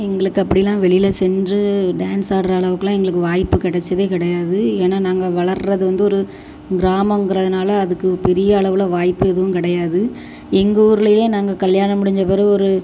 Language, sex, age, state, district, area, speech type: Tamil, female, 30-45, Tamil Nadu, Thoothukudi, rural, spontaneous